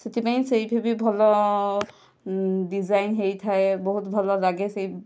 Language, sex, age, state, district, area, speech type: Odia, female, 18-30, Odisha, Kandhamal, rural, spontaneous